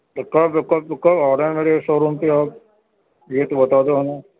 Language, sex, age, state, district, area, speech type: Urdu, male, 45-60, Uttar Pradesh, Gautam Buddha Nagar, urban, conversation